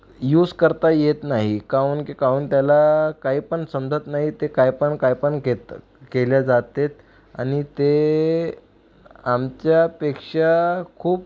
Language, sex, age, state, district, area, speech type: Marathi, male, 18-30, Maharashtra, Akola, rural, spontaneous